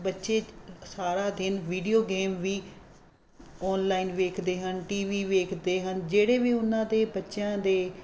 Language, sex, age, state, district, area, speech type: Punjabi, female, 45-60, Punjab, Fazilka, rural, spontaneous